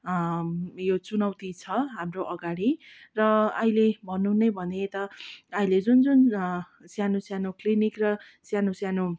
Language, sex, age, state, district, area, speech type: Nepali, female, 30-45, West Bengal, Darjeeling, rural, spontaneous